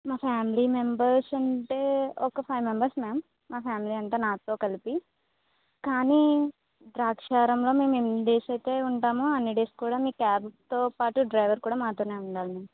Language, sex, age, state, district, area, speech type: Telugu, female, 18-30, Andhra Pradesh, Kakinada, urban, conversation